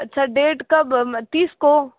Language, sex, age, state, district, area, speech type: Hindi, female, 30-45, Uttar Pradesh, Sonbhadra, rural, conversation